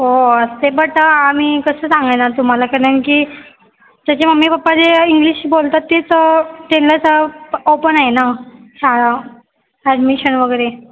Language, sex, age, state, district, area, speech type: Marathi, female, 18-30, Maharashtra, Mumbai Suburban, urban, conversation